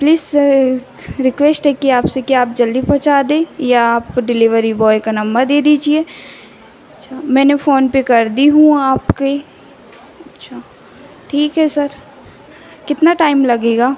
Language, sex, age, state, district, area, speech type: Hindi, female, 18-30, Madhya Pradesh, Chhindwara, urban, spontaneous